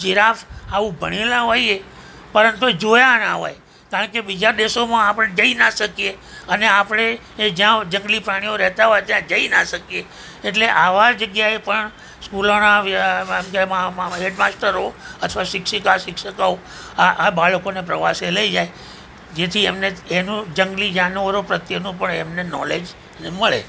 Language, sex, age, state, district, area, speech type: Gujarati, male, 60+, Gujarat, Ahmedabad, urban, spontaneous